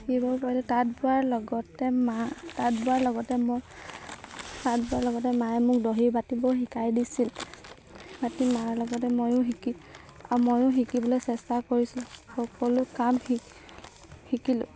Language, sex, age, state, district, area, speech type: Assamese, female, 18-30, Assam, Sivasagar, rural, spontaneous